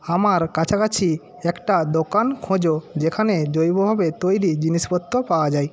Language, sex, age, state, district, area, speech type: Bengali, male, 30-45, West Bengal, Paschim Medinipur, rural, read